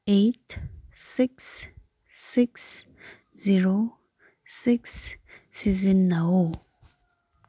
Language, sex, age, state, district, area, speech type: Manipuri, female, 18-30, Manipur, Kangpokpi, urban, read